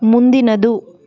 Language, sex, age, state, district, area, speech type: Kannada, female, 18-30, Karnataka, Tumkur, rural, read